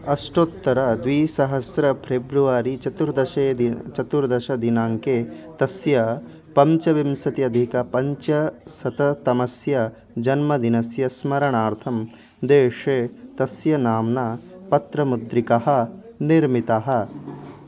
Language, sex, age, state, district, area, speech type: Sanskrit, male, 18-30, Odisha, Khordha, urban, read